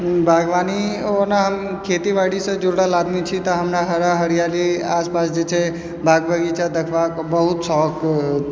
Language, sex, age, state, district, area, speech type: Maithili, male, 18-30, Bihar, Supaul, rural, spontaneous